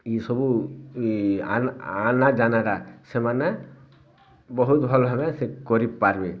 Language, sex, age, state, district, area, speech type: Odia, male, 60+, Odisha, Bargarh, rural, spontaneous